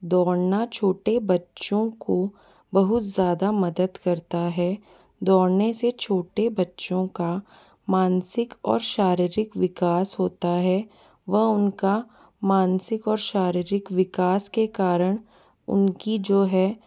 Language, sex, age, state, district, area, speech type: Hindi, female, 30-45, Rajasthan, Jaipur, urban, spontaneous